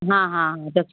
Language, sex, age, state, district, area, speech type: Hindi, female, 18-30, Uttar Pradesh, Jaunpur, rural, conversation